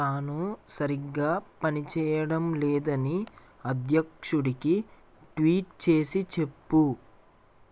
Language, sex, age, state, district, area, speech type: Telugu, male, 18-30, Andhra Pradesh, Eluru, rural, read